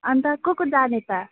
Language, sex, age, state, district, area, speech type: Nepali, female, 18-30, West Bengal, Jalpaiguri, rural, conversation